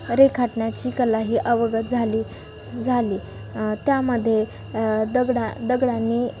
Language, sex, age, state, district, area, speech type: Marathi, female, 18-30, Maharashtra, Osmanabad, rural, spontaneous